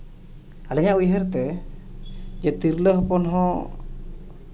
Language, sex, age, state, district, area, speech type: Santali, male, 30-45, Jharkhand, East Singhbhum, rural, spontaneous